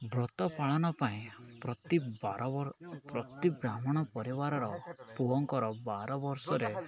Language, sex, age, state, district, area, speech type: Odia, male, 18-30, Odisha, Koraput, urban, spontaneous